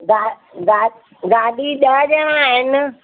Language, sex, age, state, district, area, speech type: Sindhi, female, 45-60, Delhi, South Delhi, urban, conversation